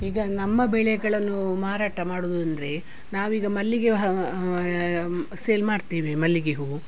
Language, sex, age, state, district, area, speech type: Kannada, female, 60+, Karnataka, Udupi, rural, spontaneous